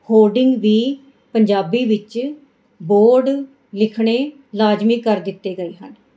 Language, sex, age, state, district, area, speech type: Punjabi, female, 45-60, Punjab, Mohali, urban, spontaneous